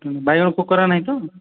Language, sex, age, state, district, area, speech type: Odia, male, 18-30, Odisha, Khordha, rural, conversation